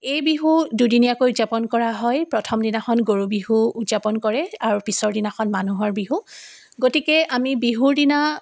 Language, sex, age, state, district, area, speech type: Assamese, female, 45-60, Assam, Dibrugarh, rural, spontaneous